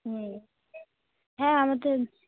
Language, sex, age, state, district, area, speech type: Bengali, female, 45-60, West Bengal, Dakshin Dinajpur, urban, conversation